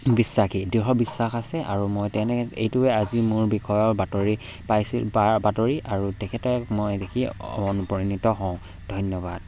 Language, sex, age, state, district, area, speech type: Assamese, male, 18-30, Assam, Charaideo, rural, spontaneous